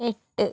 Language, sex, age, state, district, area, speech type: Malayalam, female, 30-45, Kerala, Kozhikode, urban, read